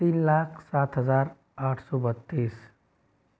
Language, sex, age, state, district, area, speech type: Hindi, male, 18-30, Rajasthan, Jodhpur, rural, spontaneous